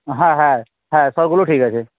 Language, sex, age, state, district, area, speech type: Bengali, male, 18-30, West Bengal, Uttar Dinajpur, rural, conversation